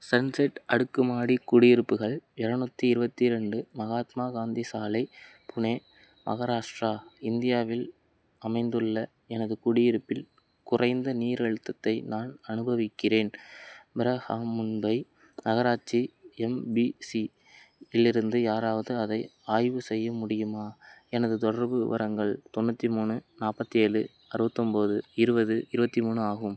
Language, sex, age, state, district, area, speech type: Tamil, male, 18-30, Tamil Nadu, Madurai, rural, read